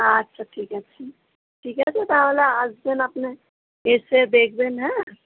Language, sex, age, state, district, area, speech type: Bengali, female, 45-60, West Bengal, Purba Bardhaman, rural, conversation